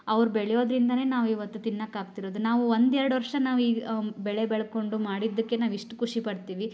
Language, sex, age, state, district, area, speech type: Kannada, female, 30-45, Karnataka, Koppal, rural, spontaneous